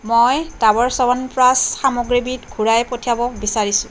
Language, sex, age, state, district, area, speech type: Assamese, female, 30-45, Assam, Kamrup Metropolitan, urban, read